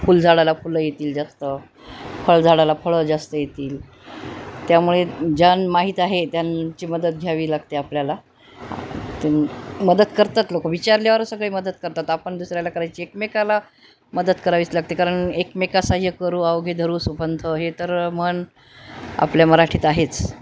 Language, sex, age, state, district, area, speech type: Marathi, female, 45-60, Maharashtra, Nanded, rural, spontaneous